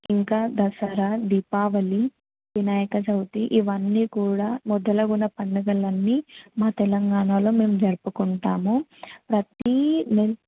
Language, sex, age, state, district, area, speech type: Telugu, female, 18-30, Telangana, Medak, urban, conversation